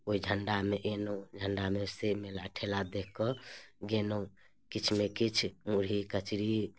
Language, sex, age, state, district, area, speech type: Maithili, female, 30-45, Bihar, Muzaffarpur, urban, spontaneous